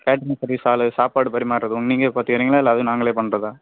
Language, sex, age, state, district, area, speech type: Tamil, male, 18-30, Tamil Nadu, Kallakurichi, rural, conversation